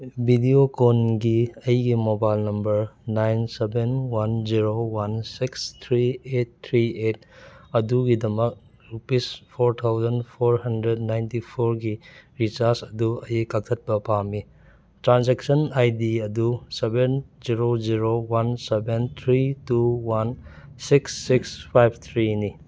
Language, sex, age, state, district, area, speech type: Manipuri, male, 30-45, Manipur, Churachandpur, rural, read